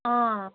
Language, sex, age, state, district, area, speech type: Nepali, female, 18-30, West Bengal, Jalpaiguri, urban, conversation